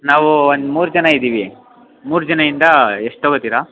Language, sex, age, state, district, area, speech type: Kannada, male, 18-30, Karnataka, Mysore, urban, conversation